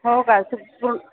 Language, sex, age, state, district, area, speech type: Marathi, female, 45-60, Maharashtra, Buldhana, rural, conversation